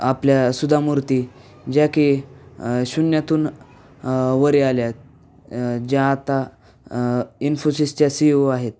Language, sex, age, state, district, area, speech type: Marathi, male, 18-30, Maharashtra, Osmanabad, rural, spontaneous